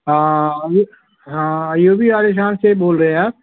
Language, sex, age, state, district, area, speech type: Urdu, male, 60+, Maharashtra, Nashik, urban, conversation